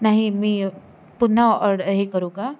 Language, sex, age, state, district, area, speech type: Marathi, female, 18-30, Maharashtra, Sindhudurg, rural, spontaneous